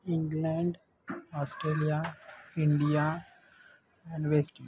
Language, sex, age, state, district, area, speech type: Marathi, male, 18-30, Maharashtra, Ratnagiri, urban, spontaneous